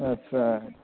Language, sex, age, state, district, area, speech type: Bodo, male, 45-60, Assam, Udalguri, urban, conversation